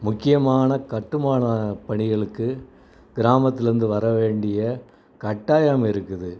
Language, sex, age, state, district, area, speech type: Tamil, male, 60+, Tamil Nadu, Salem, rural, spontaneous